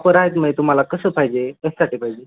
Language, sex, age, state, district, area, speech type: Marathi, male, 18-30, Maharashtra, Beed, rural, conversation